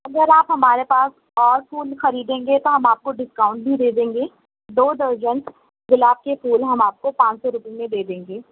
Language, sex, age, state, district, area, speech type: Urdu, male, 18-30, Delhi, East Delhi, rural, conversation